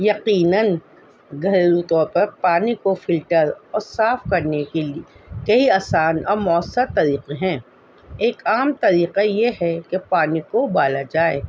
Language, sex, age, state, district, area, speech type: Urdu, female, 60+, Delhi, North East Delhi, urban, spontaneous